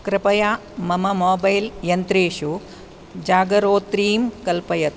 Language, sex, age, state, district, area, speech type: Sanskrit, female, 45-60, Karnataka, Dakshina Kannada, urban, read